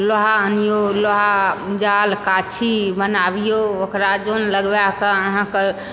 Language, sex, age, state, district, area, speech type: Maithili, female, 60+, Bihar, Supaul, rural, spontaneous